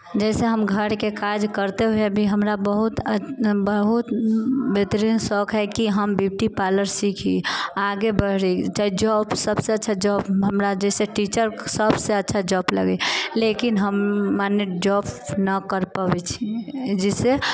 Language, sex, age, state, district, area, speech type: Maithili, female, 18-30, Bihar, Sitamarhi, rural, spontaneous